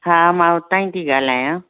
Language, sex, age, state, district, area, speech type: Sindhi, female, 60+, Delhi, South Delhi, urban, conversation